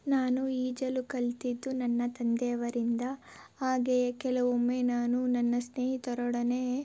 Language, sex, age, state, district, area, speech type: Kannada, female, 18-30, Karnataka, Tumkur, urban, spontaneous